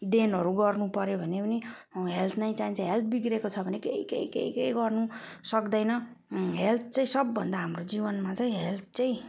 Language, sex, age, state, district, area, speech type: Nepali, female, 45-60, West Bengal, Jalpaiguri, urban, spontaneous